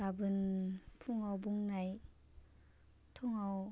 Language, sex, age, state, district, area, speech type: Bodo, female, 18-30, Assam, Baksa, rural, spontaneous